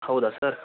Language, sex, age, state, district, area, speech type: Kannada, male, 30-45, Karnataka, Tumkur, urban, conversation